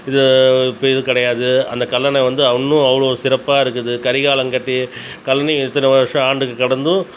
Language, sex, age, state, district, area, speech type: Tamil, male, 45-60, Tamil Nadu, Tiruchirappalli, rural, spontaneous